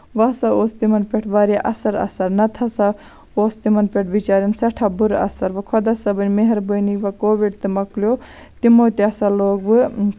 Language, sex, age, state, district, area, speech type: Kashmiri, female, 30-45, Jammu and Kashmir, Baramulla, rural, spontaneous